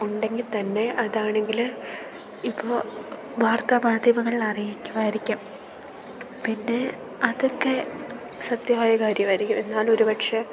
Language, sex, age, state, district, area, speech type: Malayalam, female, 18-30, Kerala, Idukki, rural, spontaneous